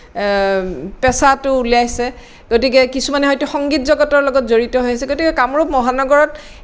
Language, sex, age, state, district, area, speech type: Assamese, female, 60+, Assam, Kamrup Metropolitan, urban, spontaneous